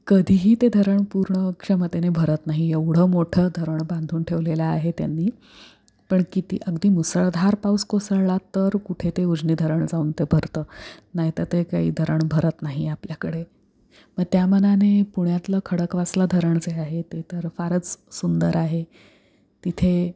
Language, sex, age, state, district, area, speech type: Marathi, female, 30-45, Maharashtra, Pune, urban, spontaneous